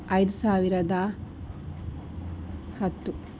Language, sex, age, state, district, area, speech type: Kannada, female, 18-30, Karnataka, Tumkur, rural, spontaneous